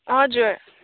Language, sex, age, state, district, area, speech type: Nepali, female, 18-30, West Bengal, Kalimpong, rural, conversation